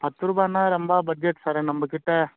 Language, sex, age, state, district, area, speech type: Tamil, male, 30-45, Tamil Nadu, Krishnagiri, rural, conversation